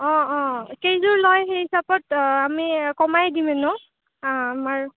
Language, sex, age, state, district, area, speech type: Assamese, female, 30-45, Assam, Kamrup Metropolitan, urban, conversation